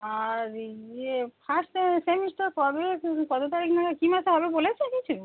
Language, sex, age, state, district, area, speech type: Bengali, female, 45-60, West Bengal, Hooghly, rural, conversation